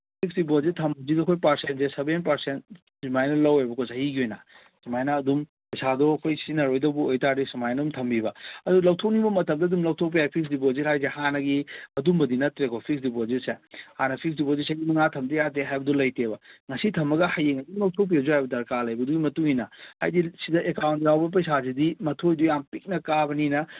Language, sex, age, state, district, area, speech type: Manipuri, male, 30-45, Manipur, Kangpokpi, urban, conversation